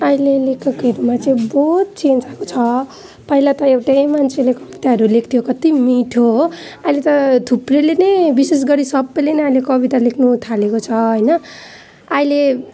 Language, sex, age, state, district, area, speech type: Nepali, female, 18-30, West Bengal, Alipurduar, urban, spontaneous